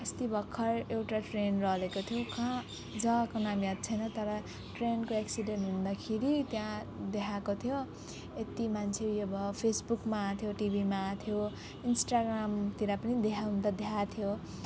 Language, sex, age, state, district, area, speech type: Nepali, female, 18-30, West Bengal, Alipurduar, urban, spontaneous